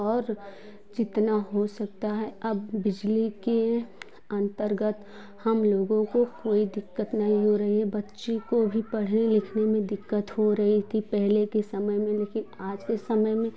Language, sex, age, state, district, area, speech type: Hindi, female, 30-45, Uttar Pradesh, Prayagraj, rural, spontaneous